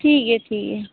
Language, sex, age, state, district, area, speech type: Santali, female, 18-30, West Bengal, Malda, rural, conversation